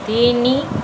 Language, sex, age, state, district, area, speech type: Odia, female, 45-60, Odisha, Sundergarh, urban, spontaneous